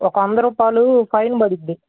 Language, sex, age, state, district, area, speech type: Telugu, male, 18-30, Andhra Pradesh, Guntur, urban, conversation